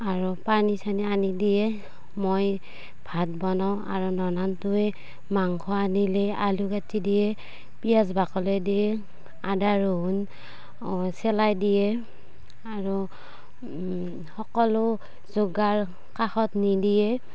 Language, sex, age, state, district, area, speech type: Assamese, female, 45-60, Assam, Darrang, rural, spontaneous